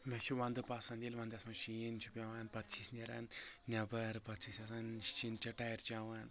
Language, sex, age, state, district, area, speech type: Kashmiri, male, 30-45, Jammu and Kashmir, Anantnag, rural, spontaneous